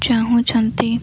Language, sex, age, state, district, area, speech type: Odia, female, 18-30, Odisha, Koraput, urban, spontaneous